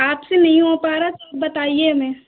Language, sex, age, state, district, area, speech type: Hindi, female, 30-45, Uttar Pradesh, Lucknow, rural, conversation